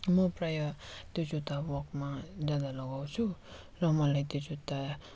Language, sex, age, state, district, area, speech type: Nepali, female, 45-60, West Bengal, Darjeeling, rural, spontaneous